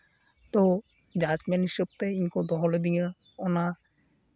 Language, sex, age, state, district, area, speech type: Santali, male, 18-30, West Bengal, Uttar Dinajpur, rural, spontaneous